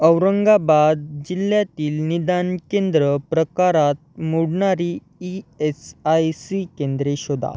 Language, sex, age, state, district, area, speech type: Marathi, male, 18-30, Maharashtra, Yavatmal, rural, read